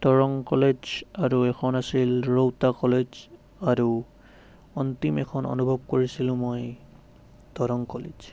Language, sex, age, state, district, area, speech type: Assamese, male, 30-45, Assam, Sonitpur, rural, spontaneous